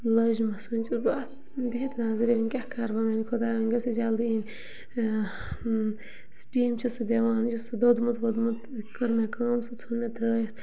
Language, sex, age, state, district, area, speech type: Kashmiri, female, 30-45, Jammu and Kashmir, Bandipora, rural, spontaneous